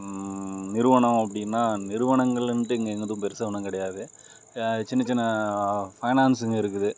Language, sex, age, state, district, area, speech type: Tamil, male, 30-45, Tamil Nadu, Dharmapuri, rural, spontaneous